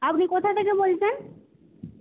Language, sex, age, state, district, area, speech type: Bengali, female, 18-30, West Bengal, Paschim Medinipur, rural, conversation